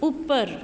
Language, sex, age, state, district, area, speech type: Punjabi, female, 30-45, Punjab, Patiala, rural, read